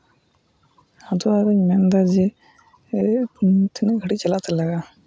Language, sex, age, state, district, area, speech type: Santali, male, 18-30, West Bengal, Uttar Dinajpur, rural, spontaneous